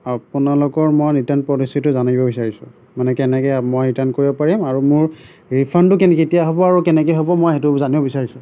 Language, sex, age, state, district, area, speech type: Assamese, male, 45-60, Assam, Nagaon, rural, spontaneous